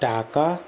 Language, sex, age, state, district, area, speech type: Bengali, male, 18-30, West Bengal, North 24 Parganas, urban, spontaneous